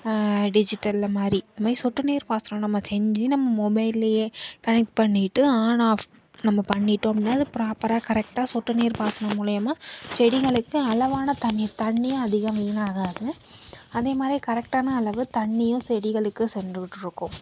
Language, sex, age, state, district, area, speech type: Tamil, female, 18-30, Tamil Nadu, Nagapattinam, rural, spontaneous